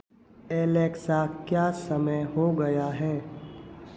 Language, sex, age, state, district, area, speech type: Hindi, male, 18-30, Madhya Pradesh, Hoshangabad, urban, read